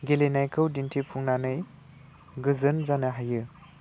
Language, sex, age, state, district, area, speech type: Bodo, male, 18-30, Assam, Udalguri, rural, spontaneous